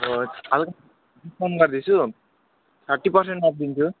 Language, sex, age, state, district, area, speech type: Nepali, male, 18-30, West Bengal, Alipurduar, urban, conversation